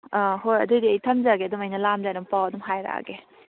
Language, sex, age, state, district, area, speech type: Manipuri, female, 30-45, Manipur, Kakching, rural, conversation